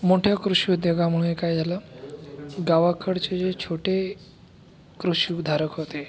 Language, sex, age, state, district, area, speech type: Marathi, male, 30-45, Maharashtra, Aurangabad, rural, spontaneous